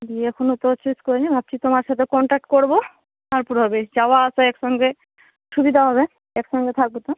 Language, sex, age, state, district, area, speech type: Bengali, female, 18-30, West Bengal, Malda, urban, conversation